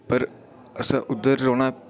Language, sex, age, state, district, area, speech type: Dogri, male, 18-30, Jammu and Kashmir, Udhampur, rural, spontaneous